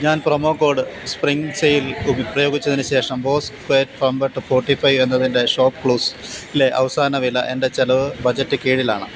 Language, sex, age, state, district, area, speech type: Malayalam, male, 45-60, Kerala, Alappuzha, rural, read